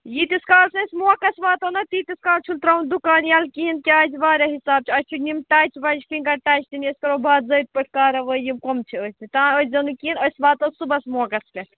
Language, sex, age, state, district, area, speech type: Kashmiri, female, 45-60, Jammu and Kashmir, Ganderbal, rural, conversation